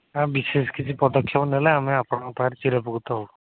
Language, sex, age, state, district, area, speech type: Odia, male, 18-30, Odisha, Jagatsinghpur, rural, conversation